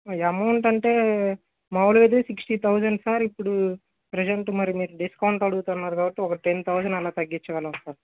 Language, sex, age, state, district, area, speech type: Telugu, male, 18-30, Andhra Pradesh, Guntur, urban, conversation